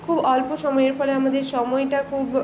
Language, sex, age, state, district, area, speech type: Bengali, female, 18-30, West Bengal, Paschim Medinipur, rural, spontaneous